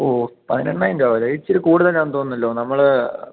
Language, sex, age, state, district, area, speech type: Malayalam, male, 18-30, Kerala, Idukki, rural, conversation